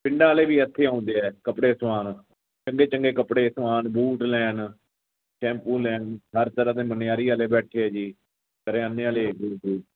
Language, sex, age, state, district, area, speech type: Punjabi, male, 30-45, Punjab, Fazilka, rural, conversation